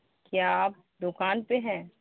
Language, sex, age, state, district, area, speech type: Urdu, female, 18-30, Bihar, Saharsa, rural, conversation